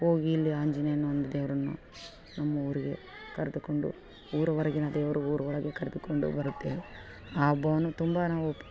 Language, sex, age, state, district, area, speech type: Kannada, female, 45-60, Karnataka, Vijayanagara, rural, spontaneous